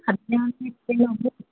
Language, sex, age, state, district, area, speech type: Odia, female, 60+, Odisha, Jharsuguda, rural, conversation